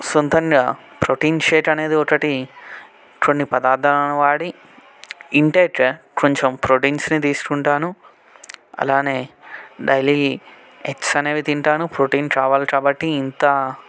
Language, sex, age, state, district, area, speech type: Telugu, male, 18-30, Telangana, Medchal, urban, spontaneous